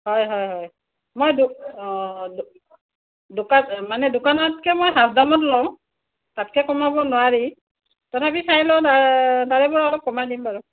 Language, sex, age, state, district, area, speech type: Assamese, female, 45-60, Assam, Kamrup Metropolitan, urban, conversation